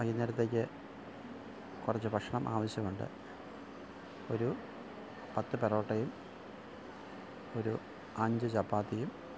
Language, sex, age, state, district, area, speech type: Malayalam, male, 45-60, Kerala, Thiruvananthapuram, rural, spontaneous